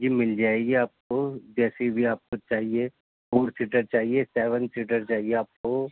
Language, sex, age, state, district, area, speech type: Urdu, male, 60+, Uttar Pradesh, Gautam Buddha Nagar, urban, conversation